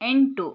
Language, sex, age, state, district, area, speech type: Kannada, male, 45-60, Karnataka, Shimoga, rural, read